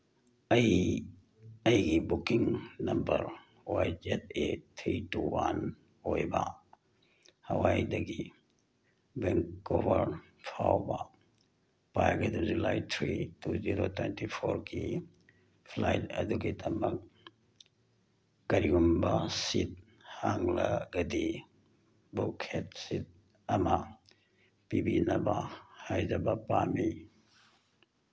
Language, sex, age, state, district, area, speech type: Manipuri, male, 60+, Manipur, Churachandpur, urban, read